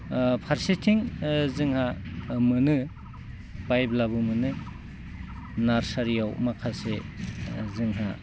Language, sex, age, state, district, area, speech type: Bodo, male, 45-60, Assam, Udalguri, rural, spontaneous